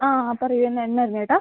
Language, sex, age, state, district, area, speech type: Malayalam, female, 30-45, Kerala, Idukki, rural, conversation